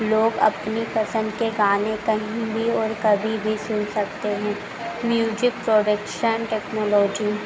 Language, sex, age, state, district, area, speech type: Hindi, female, 18-30, Madhya Pradesh, Harda, urban, spontaneous